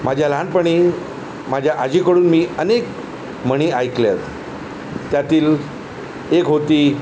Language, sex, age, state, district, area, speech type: Marathi, male, 45-60, Maharashtra, Thane, rural, spontaneous